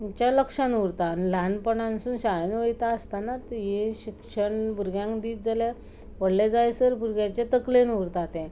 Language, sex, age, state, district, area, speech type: Goan Konkani, female, 45-60, Goa, Ponda, rural, spontaneous